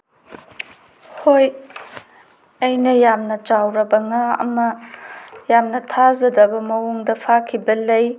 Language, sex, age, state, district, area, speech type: Manipuri, female, 30-45, Manipur, Tengnoupal, rural, spontaneous